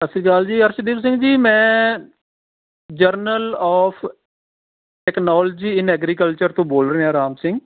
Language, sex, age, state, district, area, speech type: Punjabi, male, 45-60, Punjab, Rupnagar, urban, conversation